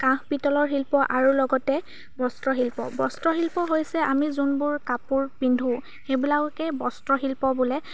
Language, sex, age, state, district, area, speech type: Assamese, female, 30-45, Assam, Charaideo, urban, spontaneous